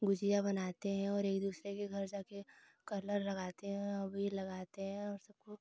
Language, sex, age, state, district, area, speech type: Hindi, female, 18-30, Uttar Pradesh, Ghazipur, rural, spontaneous